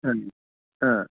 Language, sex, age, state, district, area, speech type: Sanskrit, male, 60+, Karnataka, Bangalore Urban, urban, conversation